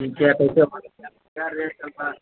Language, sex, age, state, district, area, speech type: Hindi, male, 45-60, Uttar Pradesh, Ayodhya, rural, conversation